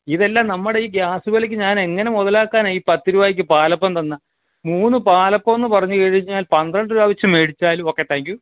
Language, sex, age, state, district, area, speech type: Malayalam, male, 45-60, Kerala, Kottayam, urban, conversation